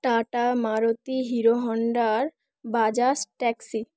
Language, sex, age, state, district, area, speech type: Bengali, female, 18-30, West Bengal, Dakshin Dinajpur, urban, spontaneous